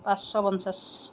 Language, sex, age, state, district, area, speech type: Assamese, female, 45-60, Assam, Kamrup Metropolitan, urban, spontaneous